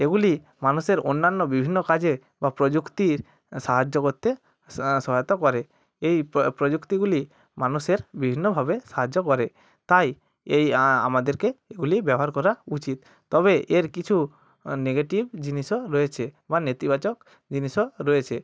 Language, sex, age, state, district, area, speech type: Bengali, male, 45-60, West Bengal, Hooghly, urban, spontaneous